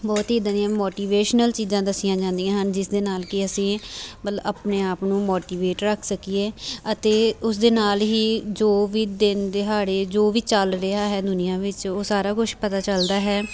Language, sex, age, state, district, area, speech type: Punjabi, female, 18-30, Punjab, Amritsar, rural, spontaneous